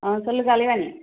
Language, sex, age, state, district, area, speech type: Tamil, female, 30-45, Tamil Nadu, Tirupattur, rural, conversation